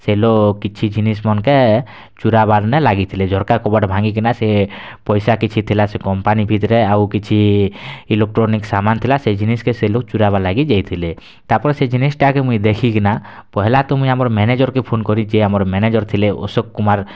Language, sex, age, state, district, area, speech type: Odia, male, 18-30, Odisha, Kalahandi, rural, spontaneous